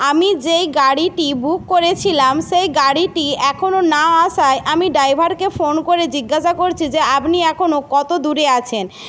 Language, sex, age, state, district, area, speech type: Bengali, female, 60+, West Bengal, Jhargram, rural, spontaneous